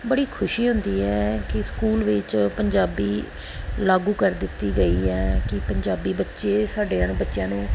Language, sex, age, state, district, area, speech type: Punjabi, female, 45-60, Punjab, Pathankot, urban, spontaneous